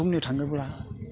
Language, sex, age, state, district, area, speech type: Bodo, male, 60+, Assam, Kokrajhar, urban, spontaneous